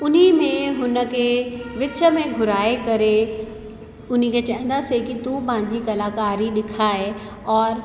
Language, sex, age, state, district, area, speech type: Sindhi, female, 30-45, Uttar Pradesh, Lucknow, urban, spontaneous